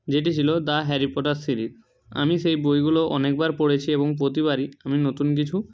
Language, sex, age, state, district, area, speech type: Bengali, male, 60+, West Bengal, Nadia, rural, spontaneous